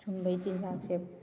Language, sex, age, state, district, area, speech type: Manipuri, female, 45-60, Manipur, Kakching, rural, spontaneous